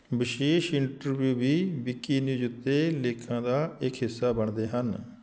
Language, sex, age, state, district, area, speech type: Punjabi, male, 45-60, Punjab, Shaheed Bhagat Singh Nagar, urban, read